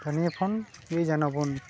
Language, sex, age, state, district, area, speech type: Santali, male, 18-30, West Bengal, Malda, rural, spontaneous